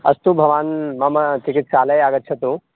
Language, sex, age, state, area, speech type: Sanskrit, male, 18-30, Bihar, rural, conversation